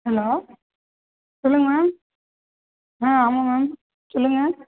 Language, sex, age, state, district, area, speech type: Tamil, female, 18-30, Tamil Nadu, Sivaganga, rural, conversation